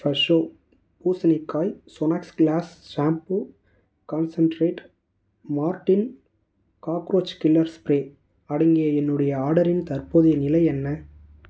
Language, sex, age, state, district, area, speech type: Tamil, male, 18-30, Tamil Nadu, Tiruvannamalai, urban, read